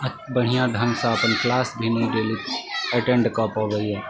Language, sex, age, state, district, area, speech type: Maithili, male, 45-60, Bihar, Sitamarhi, urban, spontaneous